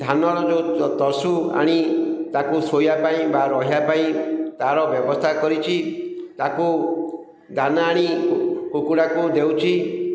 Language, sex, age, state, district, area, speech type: Odia, male, 45-60, Odisha, Ganjam, urban, spontaneous